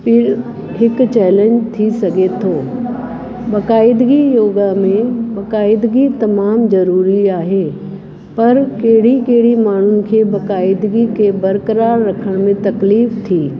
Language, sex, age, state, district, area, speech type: Sindhi, female, 45-60, Delhi, South Delhi, urban, spontaneous